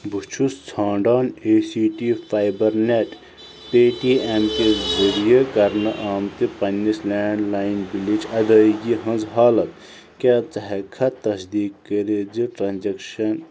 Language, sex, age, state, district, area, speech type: Kashmiri, male, 18-30, Jammu and Kashmir, Bandipora, rural, read